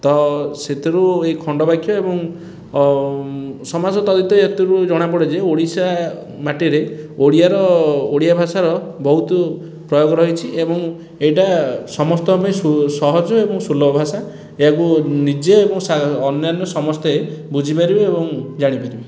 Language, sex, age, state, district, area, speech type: Odia, male, 30-45, Odisha, Puri, urban, spontaneous